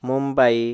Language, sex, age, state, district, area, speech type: Odia, male, 18-30, Odisha, Bhadrak, rural, spontaneous